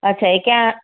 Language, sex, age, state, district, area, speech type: Gujarati, female, 45-60, Gujarat, Surat, urban, conversation